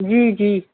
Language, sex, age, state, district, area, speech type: Urdu, female, 60+, Uttar Pradesh, Rampur, urban, conversation